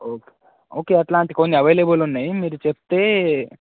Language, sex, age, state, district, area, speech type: Telugu, male, 18-30, Telangana, Nagarkurnool, urban, conversation